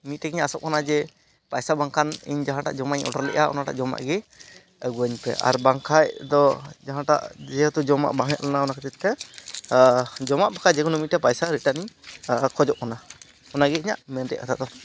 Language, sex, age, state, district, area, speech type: Santali, male, 18-30, West Bengal, Malda, rural, spontaneous